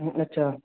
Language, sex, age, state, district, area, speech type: Hindi, male, 18-30, Madhya Pradesh, Hoshangabad, urban, conversation